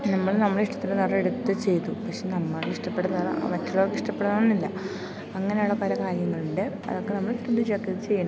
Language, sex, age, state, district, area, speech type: Malayalam, female, 18-30, Kerala, Idukki, rural, spontaneous